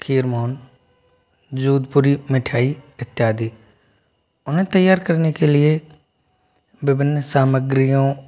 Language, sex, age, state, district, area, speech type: Hindi, male, 60+, Rajasthan, Jaipur, urban, spontaneous